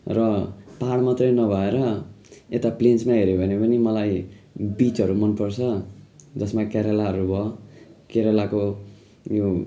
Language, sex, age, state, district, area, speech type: Nepali, male, 30-45, West Bengal, Jalpaiguri, rural, spontaneous